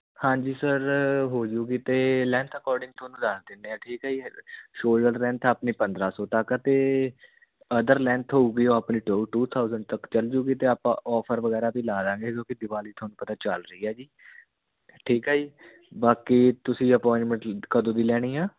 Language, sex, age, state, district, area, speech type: Punjabi, male, 18-30, Punjab, Muktsar, urban, conversation